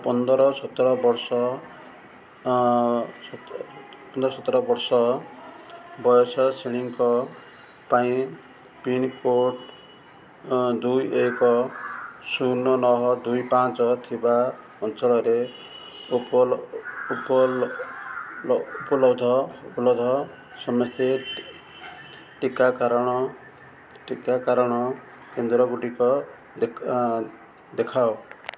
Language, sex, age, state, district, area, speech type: Odia, male, 45-60, Odisha, Ganjam, urban, read